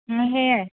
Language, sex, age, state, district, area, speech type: Assamese, female, 30-45, Assam, Kamrup Metropolitan, urban, conversation